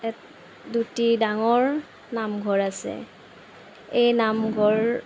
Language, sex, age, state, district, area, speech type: Assamese, female, 30-45, Assam, Darrang, rural, spontaneous